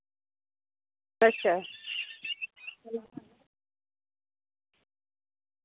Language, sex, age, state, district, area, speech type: Dogri, female, 30-45, Jammu and Kashmir, Samba, rural, conversation